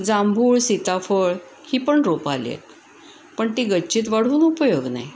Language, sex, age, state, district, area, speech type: Marathi, female, 60+, Maharashtra, Pune, urban, spontaneous